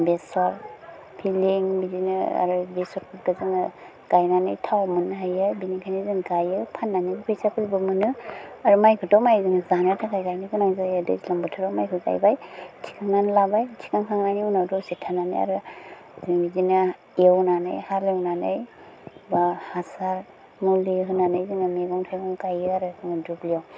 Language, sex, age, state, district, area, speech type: Bodo, female, 30-45, Assam, Udalguri, rural, spontaneous